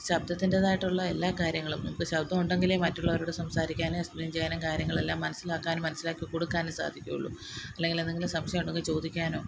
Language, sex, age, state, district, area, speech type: Malayalam, female, 30-45, Kerala, Kottayam, rural, spontaneous